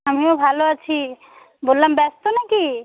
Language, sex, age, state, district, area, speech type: Bengali, female, 18-30, West Bengal, Alipurduar, rural, conversation